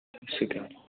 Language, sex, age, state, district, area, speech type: Punjabi, male, 18-30, Punjab, Bathinda, rural, conversation